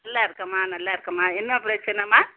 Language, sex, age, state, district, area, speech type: Tamil, female, 60+, Tamil Nadu, Thoothukudi, rural, conversation